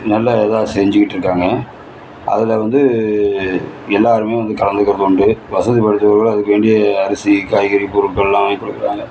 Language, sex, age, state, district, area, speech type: Tamil, male, 30-45, Tamil Nadu, Cuddalore, rural, spontaneous